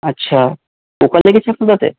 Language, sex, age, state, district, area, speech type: Bengali, male, 30-45, West Bengal, Paschim Bardhaman, urban, conversation